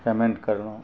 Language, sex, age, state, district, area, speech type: Maithili, male, 45-60, Bihar, Araria, urban, spontaneous